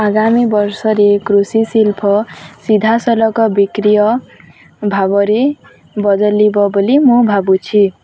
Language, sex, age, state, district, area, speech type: Odia, female, 18-30, Odisha, Nuapada, urban, spontaneous